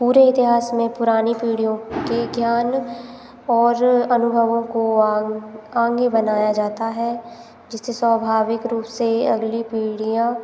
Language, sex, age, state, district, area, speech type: Hindi, female, 18-30, Madhya Pradesh, Hoshangabad, rural, spontaneous